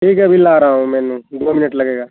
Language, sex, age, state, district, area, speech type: Hindi, male, 18-30, Uttar Pradesh, Azamgarh, rural, conversation